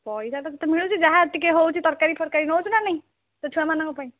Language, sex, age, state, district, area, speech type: Odia, female, 45-60, Odisha, Bhadrak, rural, conversation